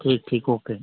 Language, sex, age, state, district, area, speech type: Hindi, male, 18-30, Uttar Pradesh, Ghazipur, rural, conversation